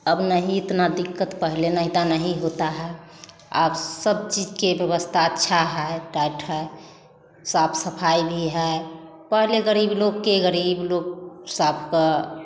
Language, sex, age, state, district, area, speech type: Hindi, female, 30-45, Bihar, Samastipur, rural, spontaneous